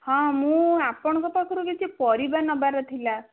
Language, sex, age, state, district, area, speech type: Odia, female, 18-30, Odisha, Bhadrak, rural, conversation